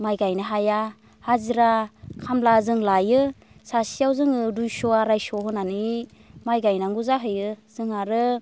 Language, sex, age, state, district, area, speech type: Bodo, female, 30-45, Assam, Baksa, rural, spontaneous